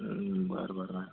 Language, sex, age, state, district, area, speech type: Marathi, male, 18-30, Maharashtra, Beed, rural, conversation